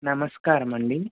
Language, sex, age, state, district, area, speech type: Telugu, male, 18-30, Andhra Pradesh, Krishna, urban, conversation